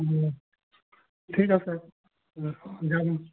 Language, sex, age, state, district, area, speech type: Assamese, male, 60+, Assam, Charaideo, urban, conversation